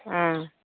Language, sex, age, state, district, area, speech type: Manipuri, female, 60+, Manipur, Imphal East, rural, conversation